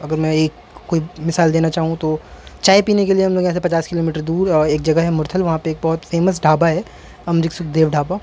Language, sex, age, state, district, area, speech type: Urdu, male, 30-45, Delhi, North East Delhi, urban, spontaneous